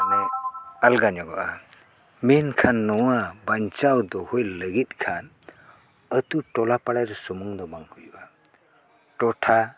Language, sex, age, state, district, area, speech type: Santali, male, 60+, Odisha, Mayurbhanj, rural, spontaneous